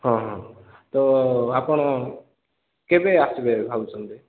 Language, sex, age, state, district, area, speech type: Odia, male, 30-45, Odisha, Koraput, urban, conversation